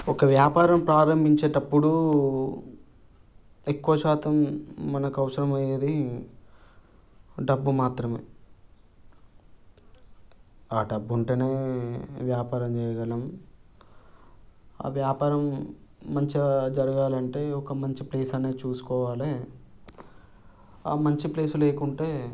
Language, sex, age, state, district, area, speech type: Telugu, male, 18-30, Telangana, Nirmal, rural, spontaneous